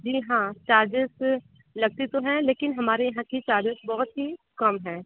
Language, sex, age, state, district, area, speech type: Hindi, female, 30-45, Uttar Pradesh, Sonbhadra, rural, conversation